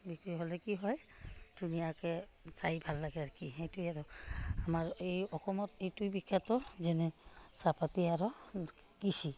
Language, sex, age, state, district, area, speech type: Assamese, female, 45-60, Assam, Udalguri, rural, spontaneous